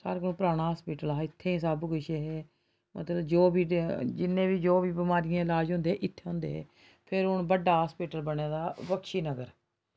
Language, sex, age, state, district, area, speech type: Dogri, female, 45-60, Jammu and Kashmir, Jammu, urban, spontaneous